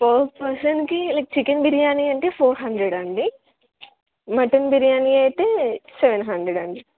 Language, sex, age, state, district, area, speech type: Telugu, female, 18-30, Telangana, Wanaparthy, urban, conversation